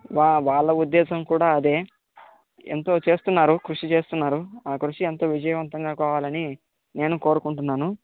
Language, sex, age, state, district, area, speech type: Telugu, male, 18-30, Andhra Pradesh, Chittoor, rural, conversation